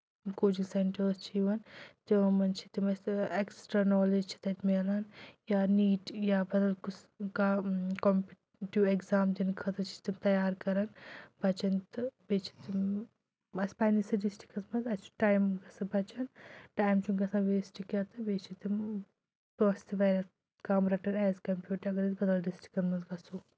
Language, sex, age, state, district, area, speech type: Kashmiri, female, 30-45, Jammu and Kashmir, Anantnag, rural, spontaneous